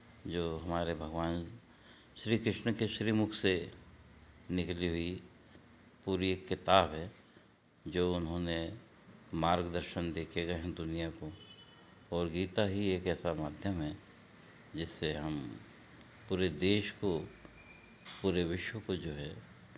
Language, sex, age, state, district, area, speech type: Hindi, male, 60+, Madhya Pradesh, Betul, urban, spontaneous